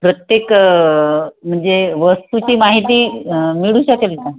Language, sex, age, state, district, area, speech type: Marathi, female, 30-45, Maharashtra, Nagpur, rural, conversation